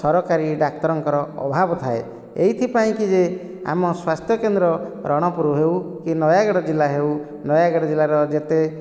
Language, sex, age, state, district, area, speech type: Odia, male, 45-60, Odisha, Nayagarh, rural, spontaneous